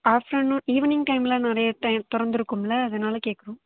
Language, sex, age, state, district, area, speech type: Tamil, female, 18-30, Tamil Nadu, Tiruvarur, rural, conversation